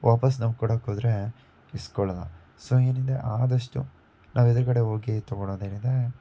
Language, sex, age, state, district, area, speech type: Kannada, male, 18-30, Karnataka, Davanagere, rural, spontaneous